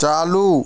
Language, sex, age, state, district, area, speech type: Hindi, male, 18-30, Rajasthan, Karauli, rural, read